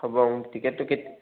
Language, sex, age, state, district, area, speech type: Assamese, male, 18-30, Assam, Charaideo, urban, conversation